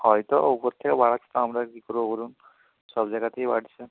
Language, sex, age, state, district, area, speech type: Bengali, male, 18-30, West Bengal, Purba Medinipur, rural, conversation